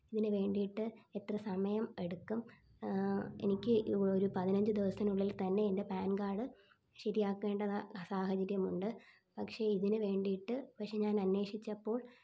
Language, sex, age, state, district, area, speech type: Malayalam, female, 18-30, Kerala, Thiruvananthapuram, rural, spontaneous